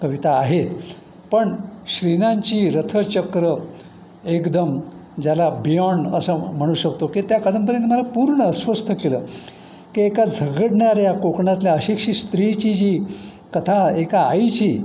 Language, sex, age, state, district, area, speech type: Marathi, male, 60+, Maharashtra, Pune, urban, spontaneous